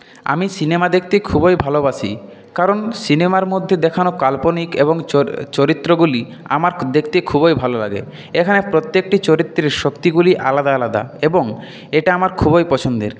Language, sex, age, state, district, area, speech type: Bengali, male, 30-45, West Bengal, Purulia, urban, spontaneous